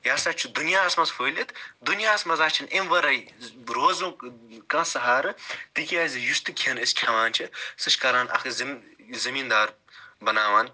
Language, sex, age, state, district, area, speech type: Kashmiri, male, 45-60, Jammu and Kashmir, Budgam, urban, spontaneous